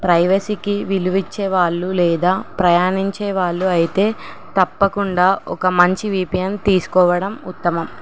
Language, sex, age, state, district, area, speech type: Telugu, female, 18-30, Telangana, Nizamabad, urban, spontaneous